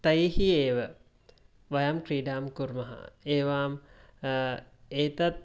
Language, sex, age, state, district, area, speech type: Sanskrit, male, 18-30, Karnataka, Mysore, rural, spontaneous